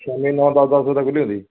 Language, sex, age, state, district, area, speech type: Punjabi, male, 45-60, Punjab, Barnala, rural, conversation